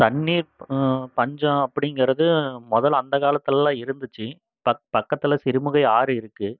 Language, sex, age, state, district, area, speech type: Tamil, male, 30-45, Tamil Nadu, Coimbatore, rural, spontaneous